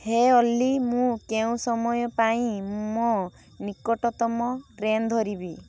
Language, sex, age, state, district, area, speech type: Odia, female, 18-30, Odisha, Balasore, rural, read